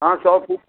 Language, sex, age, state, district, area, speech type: Hindi, male, 60+, Uttar Pradesh, Mau, urban, conversation